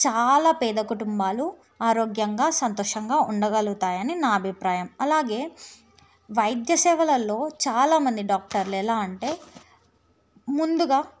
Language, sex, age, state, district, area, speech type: Telugu, female, 18-30, Telangana, Yadadri Bhuvanagiri, urban, spontaneous